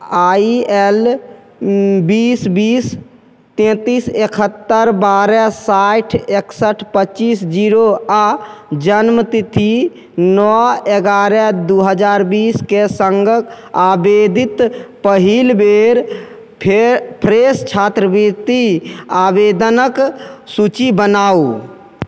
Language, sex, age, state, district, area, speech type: Maithili, male, 30-45, Bihar, Begusarai, urban, read